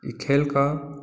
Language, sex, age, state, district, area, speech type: Maithili, male, 18-30, Bihar, Madhubani, rural, spontaneous